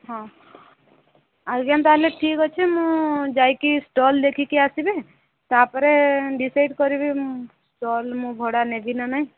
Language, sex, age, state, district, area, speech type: Odia, female, 30-45, Odisha, Subarnapur, urban, conversation